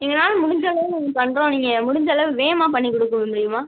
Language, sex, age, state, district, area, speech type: Tamil, female, 18-30, Tamil Nadu, Pudukkottai, rural, conversation